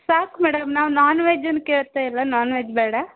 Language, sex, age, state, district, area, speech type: Kannada, female, 45-60, Karnataka, Uttara Kannada, rural, conversation